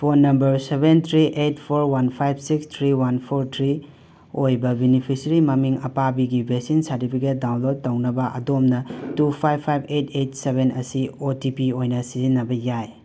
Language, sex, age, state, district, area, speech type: Manipuri, male, 18-30, Manipur, Imphal West, rural, read